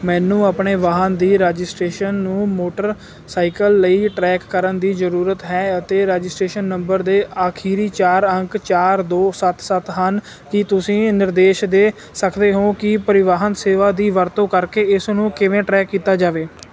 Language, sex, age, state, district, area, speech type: Punjabi, male, 18-30, Punjab, Hoshiarpur, rural, read